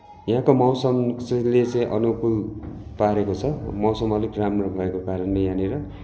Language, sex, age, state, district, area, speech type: Nepali, male, 45-60, West Bengal, Darjeeling, rural, spontaneous